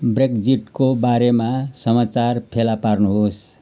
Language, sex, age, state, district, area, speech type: Nepali, male, 60+, West Bengal, Jalpaiguri, urban, read